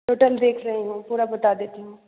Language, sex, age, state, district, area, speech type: Hindi, female, 18-30, Bihar, Muzaffarpur, urban, conversation